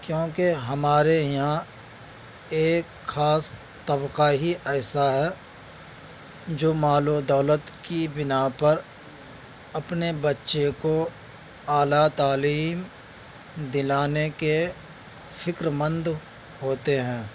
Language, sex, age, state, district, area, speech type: Urdu, male, 18-30, Delhi, Central Delhi, rural, spontaneous